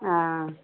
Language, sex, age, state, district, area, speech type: Tamil, female, 18-30, Tamil Nadu, Kallakurichi, rural, conversation